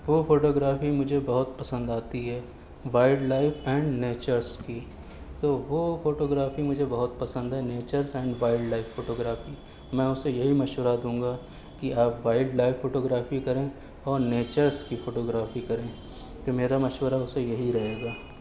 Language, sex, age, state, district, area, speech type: Urdu, male, 18-30, Uttar Pradesh, Shahjahanpur, urban, spontaneous